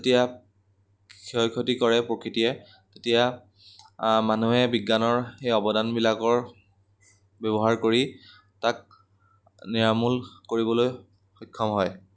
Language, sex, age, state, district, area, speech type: Assamese, male, 18-30, Assam, Majuli, rural, spontaneous